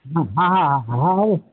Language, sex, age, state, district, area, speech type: Bengali, male, 60+, West Bengal, Murshidabad, rural, conversation